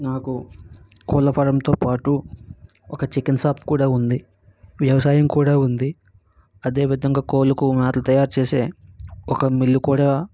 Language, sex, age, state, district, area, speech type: Telugu, male, 18-30, Andhra Pradesh, Vizianagaram, rural, spontaneous